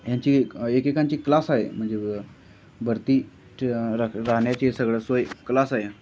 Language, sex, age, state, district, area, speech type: Marathi, male, 18-30, Maharashtra, Sangli, urban, spontaneous